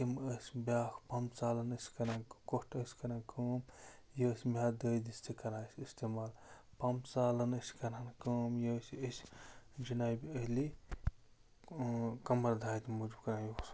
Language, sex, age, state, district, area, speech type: Kashmiri, male, 30-45, Jammu and Kashmir, Ganderbal, rural, spontaneous